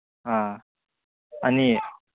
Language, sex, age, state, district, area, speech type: Manipuri, male, 30-45, Manipur, Kangpokpi, urban, conversation